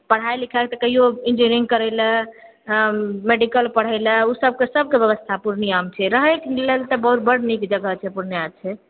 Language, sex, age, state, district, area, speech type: Maithili, female, 45-60, Bihar, Purnia, rural, conversation